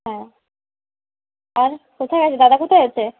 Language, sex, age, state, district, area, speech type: Bengali, female, 60+, West Bengal, Purulia, urban, conversation